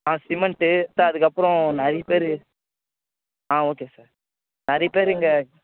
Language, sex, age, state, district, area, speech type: Tamil, male, 18-30, Tamil Nadu, Tiruvannamalai, rural, conversation